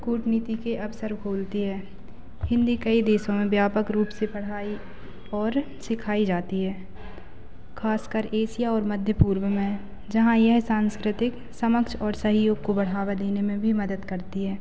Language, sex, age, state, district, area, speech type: Hindi, female, 18-30, Madhya Pradesh, Narsinghpur, rural, spontaneous